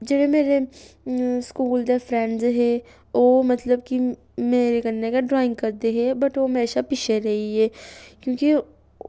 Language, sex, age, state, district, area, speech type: Dogri, female, 18-30, Jammu and Kashmir, Samba, rural, spontaneous